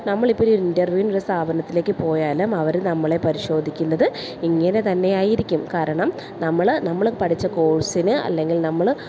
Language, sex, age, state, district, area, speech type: Malayalam, female, 30-45, Kerala, Alappuzha, urban, spontaneous